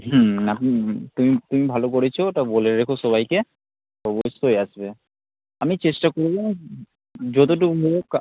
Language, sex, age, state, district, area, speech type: Bengali, male, 18-30, West Bengal, Malda, rural, conversation